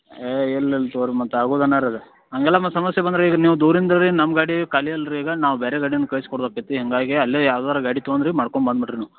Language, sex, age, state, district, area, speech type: Kannada, male, 30-45, Karnataka, Belgaum, rural, conversation